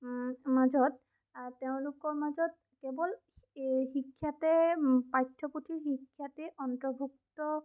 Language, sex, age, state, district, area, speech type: Assamese, female, 18-30, Assam, Sonitpur, rural, spontaneous